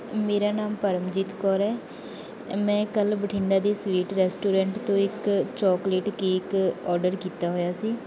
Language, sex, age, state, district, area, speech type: Punjabi, female, 18-30, Punjab, Bathinda, rural, spontaneous